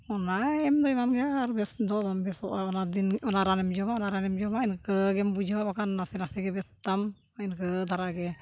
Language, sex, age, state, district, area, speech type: Santali, female, 60+, Odisha, Mayurbhanj, rural, spontaneous